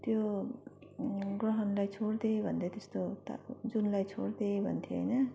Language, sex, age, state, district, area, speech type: Nepali, female, 18-30, West Bengal, Darjeeling, rural, spontaneous